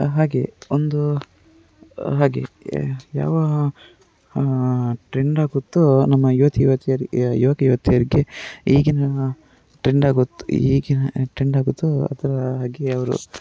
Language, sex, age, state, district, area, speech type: Kannada, male, 30-45, Karnataka, Dakshina Kannada, rural, spontaneous